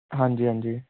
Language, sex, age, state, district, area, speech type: Punjabi, male, 18-30, Punjab, Fazilka, urban, conversation